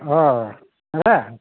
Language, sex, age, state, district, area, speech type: Assamese, male, 45-60, Assam, Kamrup Metropolitan, urban, conversation